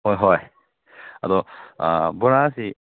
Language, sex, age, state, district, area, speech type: Manipuri, male, 18-30, Manipur, Kakching, rural, conversation